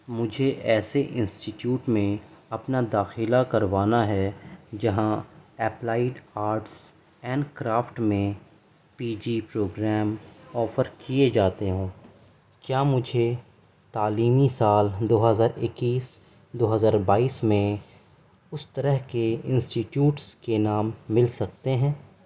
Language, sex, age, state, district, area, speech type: Urdu, male, 30-45, Delhi, South Delhi, rural, read